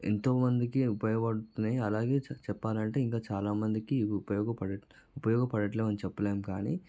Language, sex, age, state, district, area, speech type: Telugu, male, 30-45, Telangana, Vikarabad, urban, spontaneous